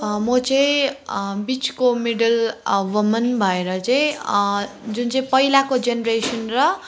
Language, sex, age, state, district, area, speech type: Nepali, female, 30-45, West Bengal, Kalimpong, rural, spontaneous